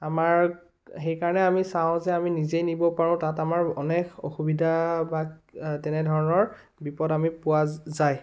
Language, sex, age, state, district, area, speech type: Assamese, male, 18-30, Assam, Biswanath, rural, spontaneous